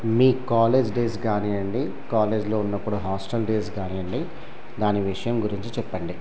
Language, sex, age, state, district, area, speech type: Telugu, female, 30-45, Telangana, Karimnagar, rural, spontaneous